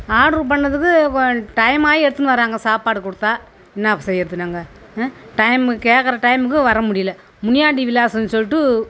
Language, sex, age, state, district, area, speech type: Tamil, female, 60+, Tamil Nadu, Tiruvannamalai, rural, spontaneous